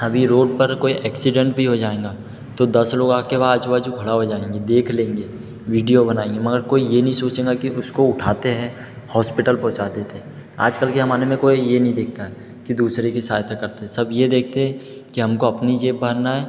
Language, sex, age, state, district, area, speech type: Hindi, male, 18-30, Madhya Pradesh, Betul, urban, spontaneous